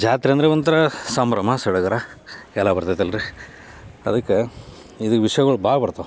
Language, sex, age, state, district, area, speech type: Kannada, male, 45-60, Karnataka, Dharwad, rural, spontaneous